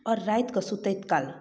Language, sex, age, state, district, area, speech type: Maithili, female, 18-30, Bihar, Darbhanga, rural, spontaneous